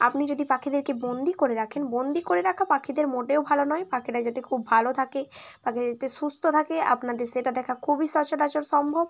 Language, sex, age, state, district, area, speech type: Bengali, female, 18-30, West Bengal, Bankura, urban, spontaneous